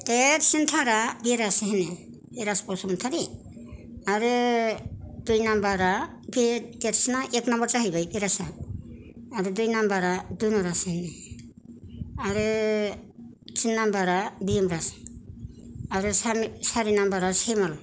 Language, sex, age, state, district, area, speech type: Bodo, female, 60+, Assam, Kokrajhar, rural, spontaneous